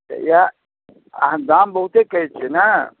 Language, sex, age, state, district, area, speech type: Maithili, male, 45-60, Bihar, Madhubani, rural, conversation